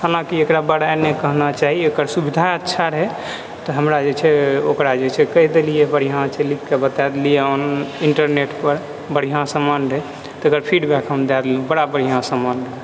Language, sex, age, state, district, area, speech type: Maithili, male, 30-45, Bihar, Purnia, rural, spontaneous